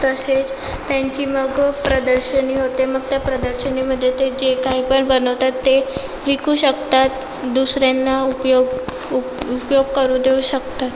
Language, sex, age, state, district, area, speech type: Marathi, female, 18-30, Maharashtra, Nagpur, urban, spontaneous